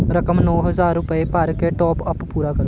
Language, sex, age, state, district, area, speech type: Punjabi, male, 30-45, Punjab, Amritsar, urban, read